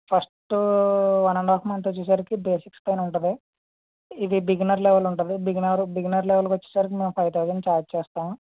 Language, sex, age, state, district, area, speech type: Telugu, male, 60+, Andhra Pradesh, East Godavari, rural, conversation